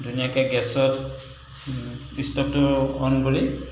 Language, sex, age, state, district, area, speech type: Assamese, male, 30-45, Assam, Dhemaji, rural, spontaneous